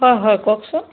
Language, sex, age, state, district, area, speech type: Assamese, female, 60+, Assam, Dibrugarh, rural, conversation